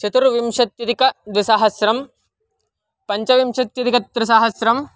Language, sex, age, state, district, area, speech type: Sanskrit, male, 18-30, Karnataka, Mysore, urban, spontaneous